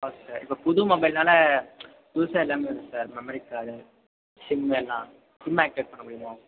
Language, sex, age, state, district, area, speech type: Tamil, male, 18-30, Tamil Nadu, Perambalur, rural, conversation